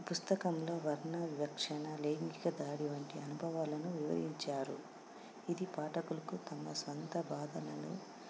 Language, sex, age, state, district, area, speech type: Telugu, female, 45-60, Andhra Pradesh, Anantapur, urban, spontaneous